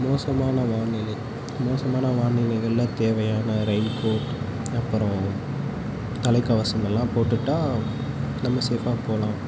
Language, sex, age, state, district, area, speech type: Tamil, male, 18-30, Tamil Nadu, Tiruchirappalli, rural, spontaneous